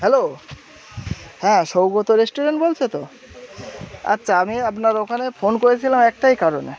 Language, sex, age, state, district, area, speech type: Bengali, male, 30-45, West Bengal, Birbhum, urban, spontaneous